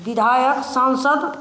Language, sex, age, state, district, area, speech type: Hindi, female, 45-60, Bihar, Samastipur, rural, spontaneous